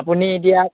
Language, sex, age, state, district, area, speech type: Assamese, male, 18-30, Assam, Morigaon, rural, conversation